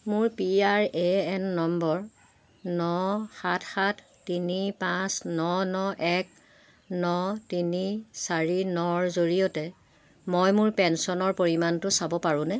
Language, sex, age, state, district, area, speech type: Assamese, female, 60+, Assam, Golaghat, rural, read